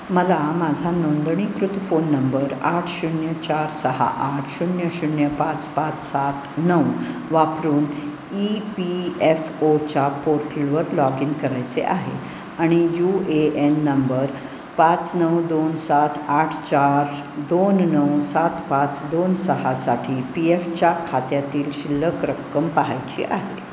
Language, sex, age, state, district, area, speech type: Marathi, female, 60+, Maharashtra, Pune, urban, read